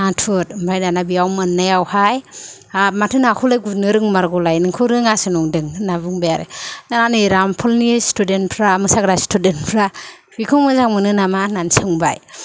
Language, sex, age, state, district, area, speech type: Bodo, female, 45-60, Assam, Kokrajhar, rural, spontaneous